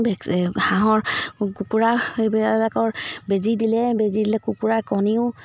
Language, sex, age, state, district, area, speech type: Assamese, female, 30-45, Assam, Charaideo, rural, spontaneous